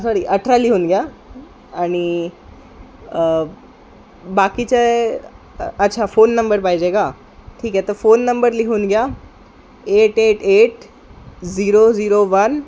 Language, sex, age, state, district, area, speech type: Marathi, male, 18-30, Maharashtra, Wardha, urban, spontaneous